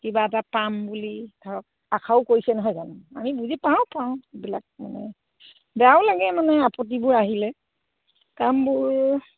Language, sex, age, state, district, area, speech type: Assamese, female, 45-60, Assam, Sivasagar, rural, conversation